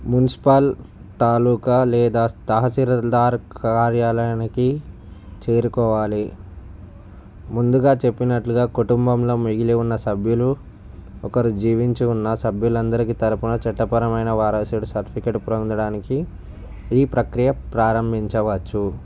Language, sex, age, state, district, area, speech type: Telugu, male, 45-60, Andhra Pradesh, Visakhapatnam, urban, spontaneous